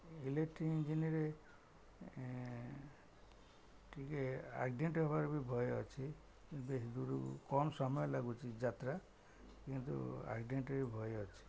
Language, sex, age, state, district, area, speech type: Odia, male, 60+, Odisha, Jagatsinghpur, rural, spontaneous